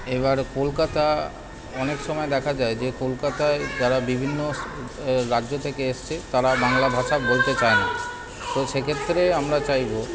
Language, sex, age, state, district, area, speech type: Bengali, male, 30-45, West Bengal, Howrah, urban, spontaneous